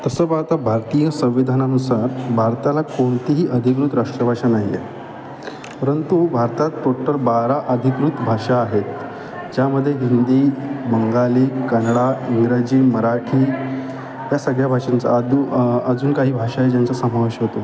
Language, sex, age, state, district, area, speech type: Marathi, male, 30-45, Maharashtra, Mumbai Suburban, urban, spontaneous